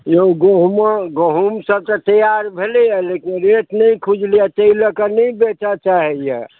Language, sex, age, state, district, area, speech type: Maithili, male, 60+, Bihar, Madhubani, urban, conversation